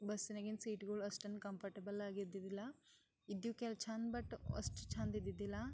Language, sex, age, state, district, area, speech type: Kannada, female, 18-30, Karnataka, Bidar, rural, spontaneous